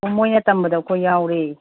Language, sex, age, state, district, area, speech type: Manipuri, female, 45-60, Manipur, Imphal East, rural, conversation